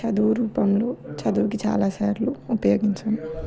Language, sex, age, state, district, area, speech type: Telugu, female, 18-30, Telangana, Adilabad, urban, spontaneous